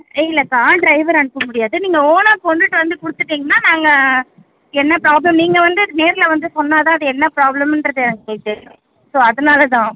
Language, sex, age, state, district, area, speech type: Tamil, female, 18-30, Tamil Nadu, Chengalpattu, rural, conversation